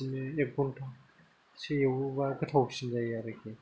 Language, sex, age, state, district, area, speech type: Bodo, male, 30-45, Assam, Kokrajhar, rural, spontaneous